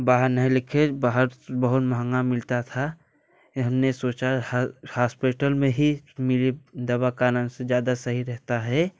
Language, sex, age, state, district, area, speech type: Hindi, male, 18-30, Uttar Pradesh, Jaunpur, rural, spontaneous